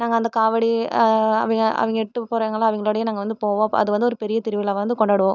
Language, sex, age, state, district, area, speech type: Tamil, female, 18-30, Tamil Nadu, Erode, rural, spontaneous